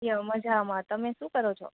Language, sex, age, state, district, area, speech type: Gujarati, female, 18-30, Gujarat, Rajkot, rural, conversation